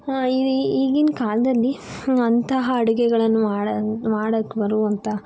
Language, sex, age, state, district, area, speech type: Kannada, female, 45-60, Karnataka, Chikkaballapur, rural, spontaneous